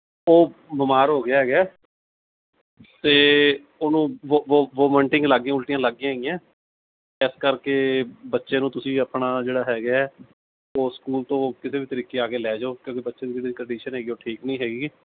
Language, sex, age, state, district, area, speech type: Punjabi, male, 45-60, Punjab, Mohali, urban, conversation